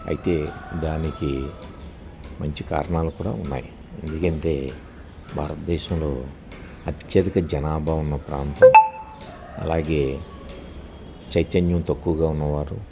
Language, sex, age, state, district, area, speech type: Telugu, male, 60+, Andhra Pradesh, Anakapalli, urban, spontaneous